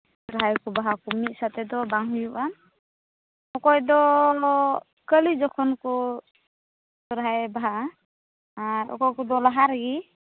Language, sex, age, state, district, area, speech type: Santali, female, 18-30, West Bengal, Uttar Dinajpur, rural, conversation